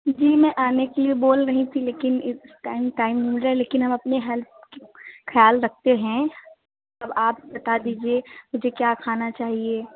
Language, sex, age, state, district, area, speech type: Urdu, female, 30-45, Uttar Pradesh, Lucknow, urban, conversation